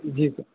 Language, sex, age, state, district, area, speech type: Urdu, male, 30-45, Telangana, Hyderabad, urban, conversation